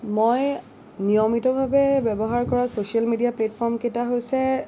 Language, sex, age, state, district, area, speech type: Assamese, female, 18-30, Assam, Kamrup Metropolitan, urban, spontaneous